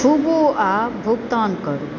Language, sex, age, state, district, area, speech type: Maithili, female, 60+, Bihar, Supaul, rural, read